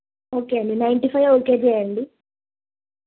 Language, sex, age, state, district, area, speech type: Telugu, female, 18-30, Telangana, Jagtial, urban, conversation